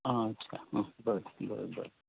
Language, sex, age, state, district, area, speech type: Goan Konkani, male, 60+, Goa, Canacona, rural, conversation